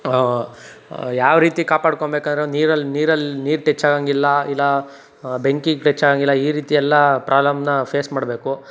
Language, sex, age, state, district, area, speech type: Kannada, male, 18-30, Karnataka, Tumkur, rural, spontaneous